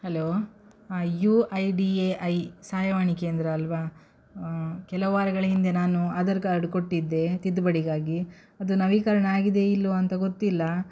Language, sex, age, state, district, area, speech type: Kannada, female, 60+, Karnataka, Udupi, rural, spontaneous